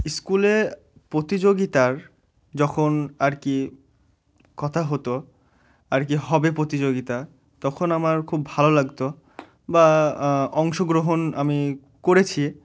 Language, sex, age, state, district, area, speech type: Bengali, male, 18-30, West Bengal, Murshidabad, urban, spontaneous